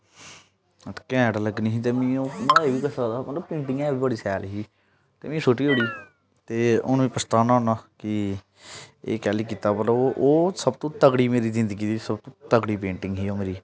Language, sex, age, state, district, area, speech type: Dogri, male, 18-30, Jammu and Kashmir, Jammu, rural, spontaneous